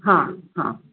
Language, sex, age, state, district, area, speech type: Marathi, female, 45-60, Maharashtra, Pune, urban, conversation